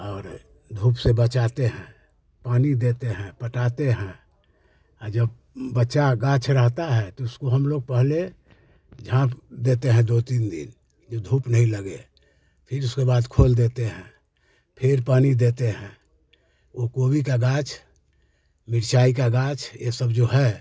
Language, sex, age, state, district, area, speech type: Hindi, male, 60+, Bihar, Muzaffarpur, rural, spontaneous